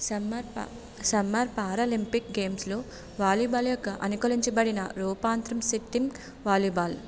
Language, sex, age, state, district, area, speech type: Telugu, female, 30-45, Andhra Pradesh, Anakapalli, urban, read